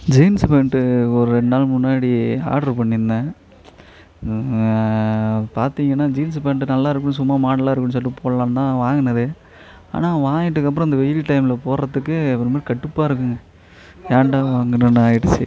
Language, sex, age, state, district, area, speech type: Tamil, male, 18-30, Tamil Nadu, Tiruvannamalai, urban, spontaneous